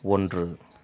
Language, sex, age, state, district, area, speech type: Tamil, male, 30-45, Tamil Nadu, Tiruvannamalai, rural, read